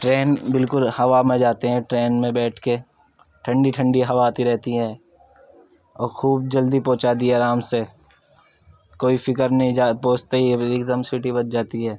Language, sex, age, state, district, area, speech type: Urdu, male, 30-45, Uttar Pradesh, Ghaziabad, urban, spontaneous